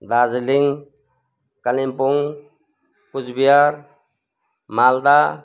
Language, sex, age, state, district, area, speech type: Nepali, male, 60+, West Bengal, Kalimpong, rural, spontaneous